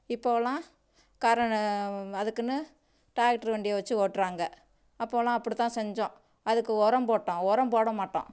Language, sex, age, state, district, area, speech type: Tamil, female, 45-60, Tamil Nadu, Tiruchirappalli, rural, spontaneous